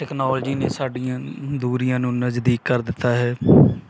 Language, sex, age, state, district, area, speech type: Punjabi, male, 30-45, Punjab, Bathinda, rural, spontaneous